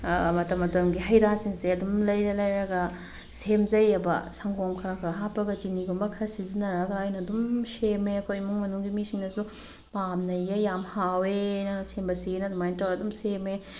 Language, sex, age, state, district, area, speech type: Manipuri, female, 30-45, Manipur, Tengnoupal, rural, spontaneous